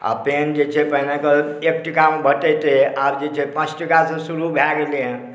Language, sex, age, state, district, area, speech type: Maithili, male, 45-60, Bihar, Supaul, urban, spontaneous